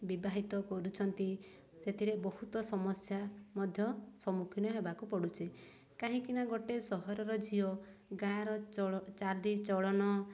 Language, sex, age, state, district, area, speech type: Odia, female, 30-45, Odisha, Mayurbhanj, rural, spontaneous